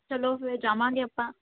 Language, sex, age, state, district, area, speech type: Punjabi, female, 18-30, Punjab, Hoshiarpur, rural, conversation